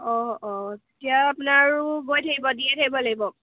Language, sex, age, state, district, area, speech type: Assamese, female, 18-30, Assam, Jorhat, urban, conversation